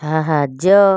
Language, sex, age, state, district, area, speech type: Odia, female, 30-45, Odisha, Kalahandi, rural, read